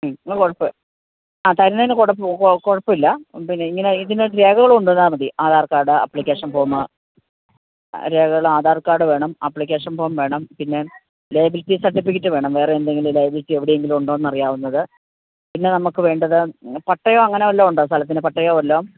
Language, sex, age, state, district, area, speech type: Malayalam, female, 45-60, Kerala, Idukki, rural, conversation